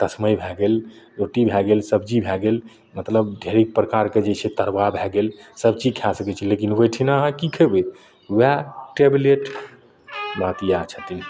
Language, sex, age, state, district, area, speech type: Maithili, male, 45-60, Bihar, Madhepura, rural, spontaneous